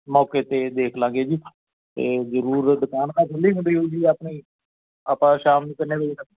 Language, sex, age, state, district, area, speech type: Punjabi, male, 45-60, Punjab, Barnala, urban, conversation